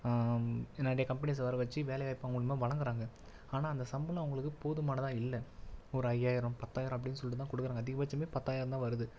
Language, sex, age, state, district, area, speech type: Tamil, male, 18-30, Tamil Nadu, Viluppuram, urban, spontaneous